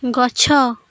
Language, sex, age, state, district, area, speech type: Odia, female, 18-30, Odisha, Kendrapara, urban, read